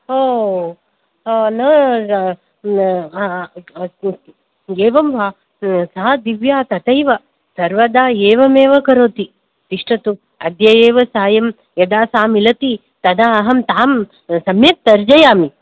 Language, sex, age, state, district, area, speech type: Sanskrit, female, 45-60, Karnataka, Bangalore Urban, urban, conversation